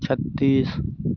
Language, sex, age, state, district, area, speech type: Hindi, male, 30-45, Madhya Pradesh, Hoshangabad, rural, spontaneous